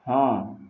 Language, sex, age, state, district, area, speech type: Odia, male, 60+, Odisha, Balangir, urban, read